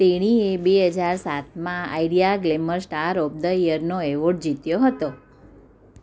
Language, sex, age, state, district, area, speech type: Gujarati, female, 30-45, Gujarat, Surat, urban, read